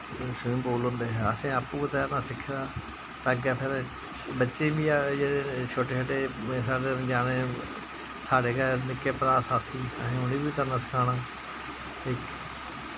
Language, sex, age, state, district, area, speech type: Dogri, male, 45-60, Jammu and Kashmir, Jammu, rural, spontaneous